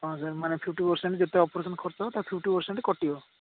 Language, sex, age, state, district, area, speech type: Odia, male, 18-30, Odisha, Ganjam, urban, conversation